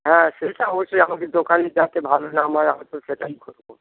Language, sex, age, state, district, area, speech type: Bengali, male, 60+, West Bengal, Dakshin Dinajpur, rural, conversation